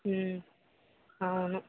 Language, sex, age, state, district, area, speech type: Telugu, female, 18-30, Andhra Pradesh, Eluru, rural, conversation